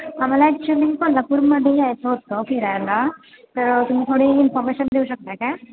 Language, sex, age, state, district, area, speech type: Marathi, female, 18-30, Maharashtra, Kolhapur, urban, conversation